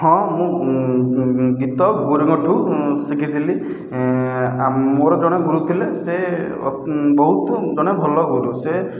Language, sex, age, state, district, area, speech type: Odia, male, 18-30, Odisha, Khordha, rural, spontaneous